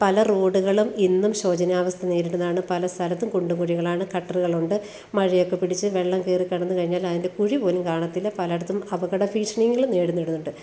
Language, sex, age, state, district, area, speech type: Malayalam, female, 45-60, Kerala, Alappuzha, rural, spontaneous